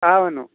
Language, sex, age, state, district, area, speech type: Telugu, male, 60+, Andhra Pradesh, Sri Balaji, rural, conversation